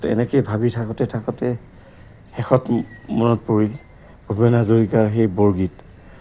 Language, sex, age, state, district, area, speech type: Assamese, male, 60+, Assam, Goalpara, urban, spontaneous